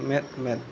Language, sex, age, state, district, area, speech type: Santali, male, 18-30, West Bengal, Bankura, rural, read